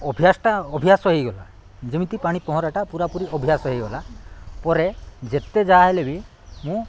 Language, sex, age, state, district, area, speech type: Odia, male, 45-60, Odisha, Nabarangpur, rural, spontaneous